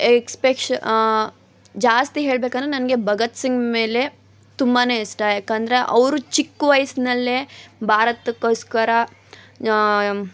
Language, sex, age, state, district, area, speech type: Kannada, female, 18-30, Karnataka, Tumkur, rural, spontaneous